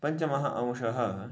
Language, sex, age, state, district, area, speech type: Sanskrit, male, 30-45, Karnataka, Dharwad, urban, spontaneous